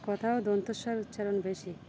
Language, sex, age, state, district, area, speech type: Bengali, female, 18-30, West Bengal, Uttar Dinajpur, urban, spontaneous